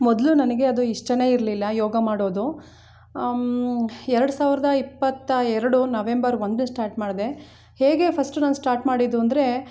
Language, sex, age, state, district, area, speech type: Kannada, female, 30-45, Karnataka, Chikkamagaluru, rural, spontaneous